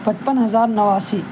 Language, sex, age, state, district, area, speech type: Urdu, male, 18-30, Delhi, North West Delhi, urban, spontaneous